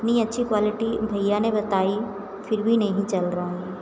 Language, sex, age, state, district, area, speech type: Hindi, female, 45-60, Madhya Pradesh, Hoshangabad, rural, spontaneous